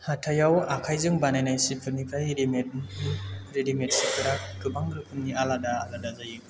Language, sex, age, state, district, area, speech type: Bodo, male, 30-45, Assam, Chirang, rural, spontaneous